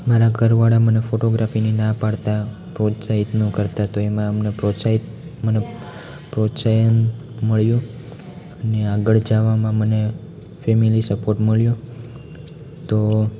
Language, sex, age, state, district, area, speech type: Gujarati, male, 18-30, Gujarat, Amreli, rural, spontaneous